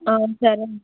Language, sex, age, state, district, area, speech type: Telugu, female, 18-30, Andhra Pradesh, Anakapalli, urban, conversation